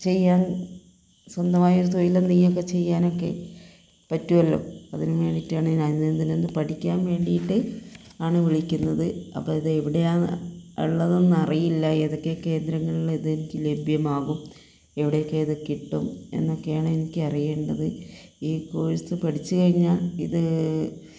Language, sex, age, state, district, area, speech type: Malayalam, female, 45-60, Kerala, Palakkad, rural, spontaneous